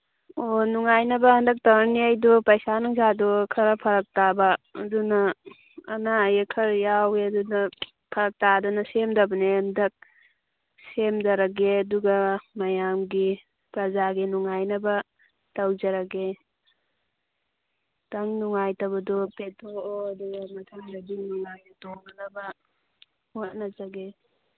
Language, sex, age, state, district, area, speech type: Manipuri, female, 30-45, Manipur, Churachandpur, rural, conversation